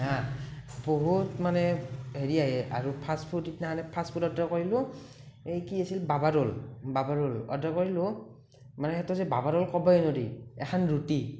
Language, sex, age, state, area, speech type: Assamese, male, 18-30, Assam, rural, spontaneous